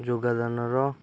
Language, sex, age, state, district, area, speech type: Odia, male, 18-30, Odisha, Jagatsinghpur, urban, spontaneous